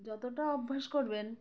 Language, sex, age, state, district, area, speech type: Bengali, female, 30-45, West Bengal, Uttar Dinajpur, urban, spontaneous